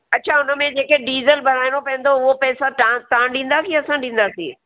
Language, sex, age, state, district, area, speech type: Sindhi, female, 60+, Uttar Pradesh, Lucknow, rural, conversation